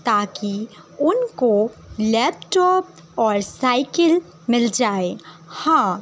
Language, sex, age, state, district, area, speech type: Urdu, female, 18-30, Uttar Pradesh, Shahjahanpur, rural, spontaneous